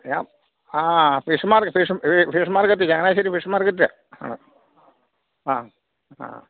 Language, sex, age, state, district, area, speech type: Malayalam, male, 45-60, Kerala, Kottayam, rural, conversation